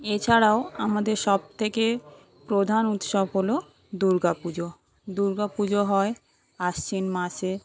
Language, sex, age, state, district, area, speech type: Bengali, female, 18-30, West Bengal, Paschim Medinipur, rural, spontaneous